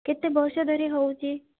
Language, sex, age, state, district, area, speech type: Odia, female, 18-30, Odisha, Malkangiri, urban, conversation